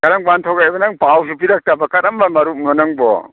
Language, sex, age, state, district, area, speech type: Manipuri, male, 30-45, Manipur, Kakching, rural, conversation